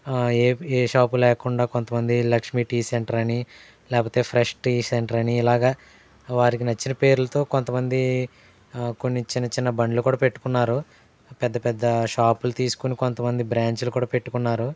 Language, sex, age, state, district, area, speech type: Telugu, male, 18-30, Andhra Pradesh, Eluru, rural, spontaneous